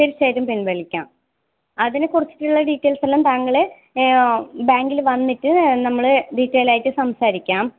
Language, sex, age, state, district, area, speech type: Malayalam, female, 30-45, Kerala, Kasaragod, rural, conversation